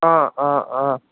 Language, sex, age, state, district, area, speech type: Assamese, female, 60+, Assam, Lakhimpur, urban, conversation